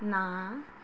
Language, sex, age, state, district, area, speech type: Punjabi, female, 45-60, Punjab, Mohali, urban, read